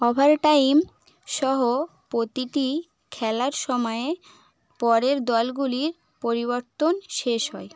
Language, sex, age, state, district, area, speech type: Bengali, female, 18-30, West Bengal, South 24 Parganas, rural, read